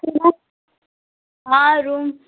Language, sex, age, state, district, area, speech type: Hindi, female, 18-30, Uttar Pradesh, Ghazipur, urban, conversation